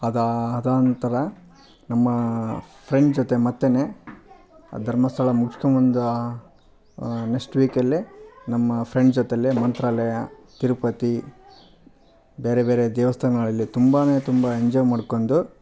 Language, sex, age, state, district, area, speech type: Kannada, male, 30-45, Karnataka, Vijayanagara, rural, spontaneous